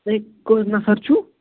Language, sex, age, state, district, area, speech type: Kashmiri, male, 30-45, Jammu and Kashmir, Budgam, rural, conversation